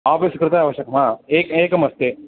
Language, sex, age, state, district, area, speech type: Sanskrit, male, 18-30, Karnataka, Uttara Kannada, rural, conversation